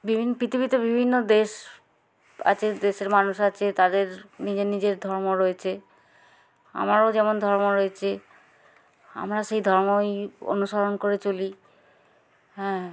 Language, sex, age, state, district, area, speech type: Bengali, female, 45-60, West Bengal, Hooghly, urban, spontaneous